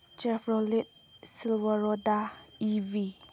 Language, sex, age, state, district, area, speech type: Manipuri, female, 18-30, Manipur, Chandel, rural, spontaneous